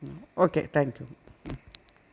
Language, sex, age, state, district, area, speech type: Tamil, female, 60+, Tamil Nadu, Erode, rural, spontaneous